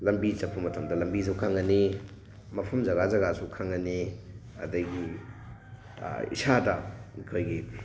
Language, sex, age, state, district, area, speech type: Manipuri, male, 18-30, Manipur, Thoubal, rural, spontaneous